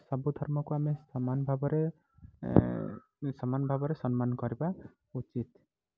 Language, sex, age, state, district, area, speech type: Odia, male, 18-30, Odisha, Nayagarh, rural, spontaneous